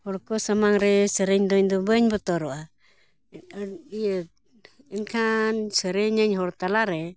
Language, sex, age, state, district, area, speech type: Santali, female, 60+, Jharkhand, Bokaro, rural, spontaneous